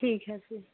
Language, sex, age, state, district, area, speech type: Hindi, female, 18-30, Uttar Pradesh, Prayagraj, urban, conversation